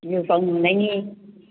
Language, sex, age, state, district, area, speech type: Bodo, female, 45-60, Assam, Chirang, rural, conversation